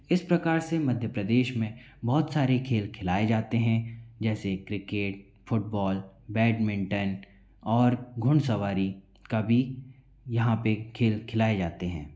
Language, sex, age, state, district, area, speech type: Hindi, male, 45-60, Madhya Pradesh, Bhopal, urban, spontaneous